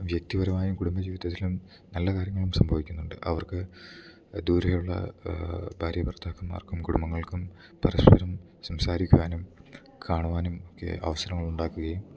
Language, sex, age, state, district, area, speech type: Malayalam, male, 18-30, Kerala, Idukki, rural, spontaneous